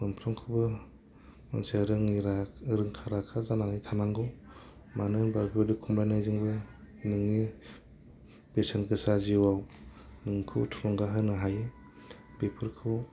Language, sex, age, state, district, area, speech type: Bodo, male, 30-45, Assam, Kokrajhar, rural, spontaneous